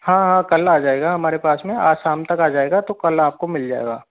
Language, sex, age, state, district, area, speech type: Hindi, male, 45-60, Rajasthan, Karauli, rural, conversation